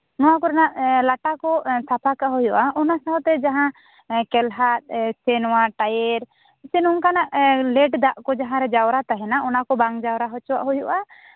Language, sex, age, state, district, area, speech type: Santali, female, 18-30, West Bengal, Bankura, rural, conversation